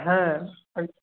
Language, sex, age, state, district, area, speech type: Bengali, male, 60+, West Bengal, Jhargram, rural, conversation